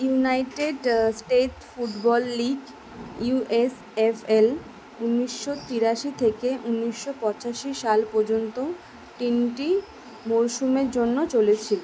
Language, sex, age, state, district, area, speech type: Bengali, female, 30-45, West Bengal, Kolkata, urban, read